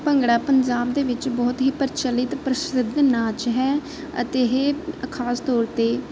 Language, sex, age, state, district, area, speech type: Punjabi, female, 30-45, Punjab, Barnala, rural, spontaneous